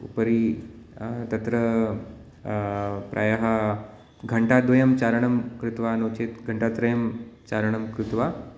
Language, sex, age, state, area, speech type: Sanskrit, male, 30-45, Uttar Pradesh, urban, spontaneous